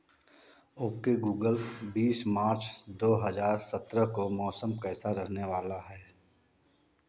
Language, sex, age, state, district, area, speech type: Hindi, male, 30-45, Uttar Pradesh, Prayagraj, rural, read